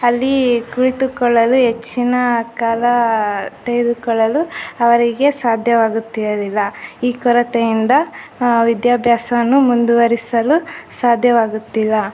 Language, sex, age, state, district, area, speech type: Kannada, female, 18-30, Karnataka, Chitradurga, rural, spontaneous